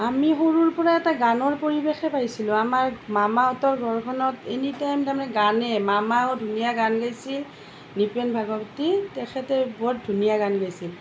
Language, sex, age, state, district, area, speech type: Assamese, female, 45-60, Assam, Nalbari, rural, spontaneous